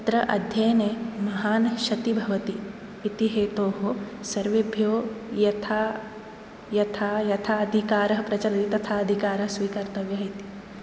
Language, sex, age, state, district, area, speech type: Sanskrit, female, 18-30, Maharashtra, Nagpur, urban, spontaneous